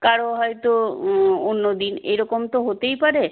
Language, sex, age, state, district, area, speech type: Bengali, female, 60+, West Bengal, South 24 Parganas, rural, conversation